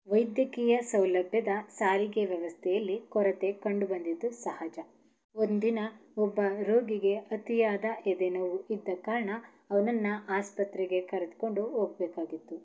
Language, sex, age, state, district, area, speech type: Kannada, female, 18-30, Karnataka, Davanagere, rural, spontaneous